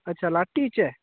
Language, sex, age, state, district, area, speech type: Dogri, male, 18-30, Jammu and Kashmir, Udhampur, rural, conversation